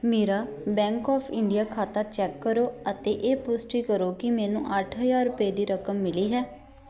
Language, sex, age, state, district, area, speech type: Punjabi, female, 18-30, Punjab, Shaheed Bhagat Singh Nagar, urban, read